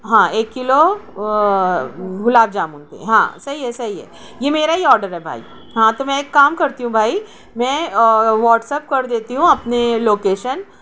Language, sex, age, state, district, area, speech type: Urdu, female, 18-30, Maharashtra, Nashik, urban, spontaneous